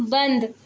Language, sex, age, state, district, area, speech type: Hindi, female, 18-30, Uttar Pradesh, Azamgarh, urban, read